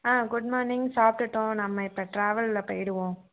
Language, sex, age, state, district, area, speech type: Tamil, female, 18-30, Tamil Nadu, Chengalpattu, urban, conversation